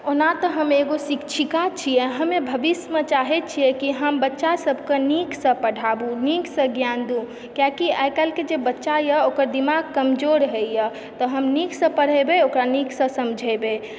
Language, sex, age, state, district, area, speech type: Maithili, female, 18-30, Bihar, Supaul, rural, spontaneous